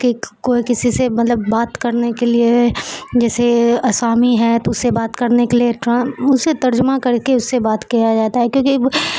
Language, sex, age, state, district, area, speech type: Urdu, female, 45-60, Bihar, Supaul, urban, spontaneous